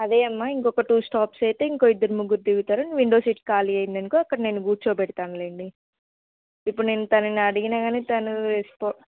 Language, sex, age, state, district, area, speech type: Telugu, female, 18-30, Telangana, Hanamkonda, rural, conversation